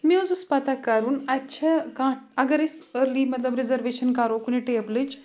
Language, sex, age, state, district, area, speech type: Kashmiri, female, 45-60, Jammu and Kashmir, Ganderbal, rural, spontaneous